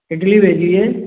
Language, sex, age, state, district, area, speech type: Hindi, male, 60+, Madhya Pradesh, Gwalior, rural, conversation